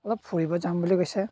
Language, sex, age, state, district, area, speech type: Assamese, male, 30-45, Assam, Biswanath, rural, spontaneous